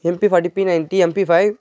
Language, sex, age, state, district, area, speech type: Tamil, male, 18-30, Tamil Nadu, Tiruvannamalai, rural, spontaneous